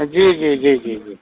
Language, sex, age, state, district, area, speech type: Hindi, male, 60+, Uttar Pradesh, Azamgarh, rural, conversation